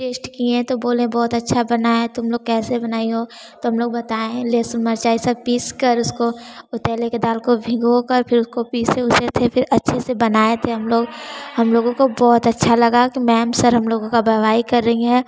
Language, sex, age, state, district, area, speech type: Hindi, female, 18-30, Uttar Pradesh, Varanasi, urban, spontaneous